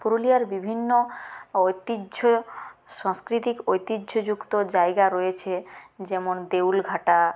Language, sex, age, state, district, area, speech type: Bengali, female, 30-45, West Bengal, Purulia, rural, spontaneous